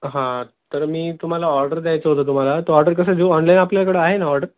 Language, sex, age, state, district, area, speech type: Marathi, male, 30-45, Maharashtra, Nanded, rural, conversation